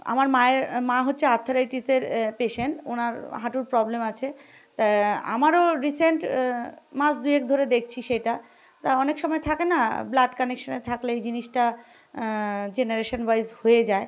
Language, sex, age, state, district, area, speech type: Bengali, female, 30-45, West Bengal, Darjeeling, urban, spontaneous